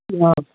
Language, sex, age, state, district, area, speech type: Hindi, male, 60+, Bihar, Madhepura, rural, conversation